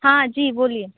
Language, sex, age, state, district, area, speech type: Hindi, female, 30-45, Bihar, Begusarai, rural, conversation